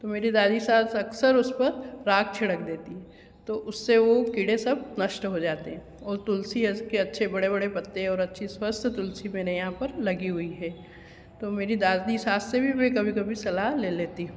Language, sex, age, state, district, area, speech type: Hindi, female, 60+, Madhya Pradesh, Ujjain, urban, spontaneous